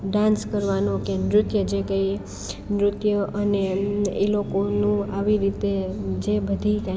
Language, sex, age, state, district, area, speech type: Gujarati, female, 18-30, Gujarat, Amreli, rural, spontaneous